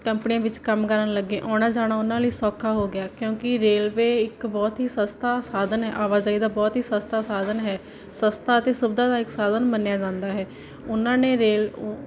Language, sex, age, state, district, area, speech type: Punjabi, female, 18-30, Punjab, Barnala, rural, spontaneous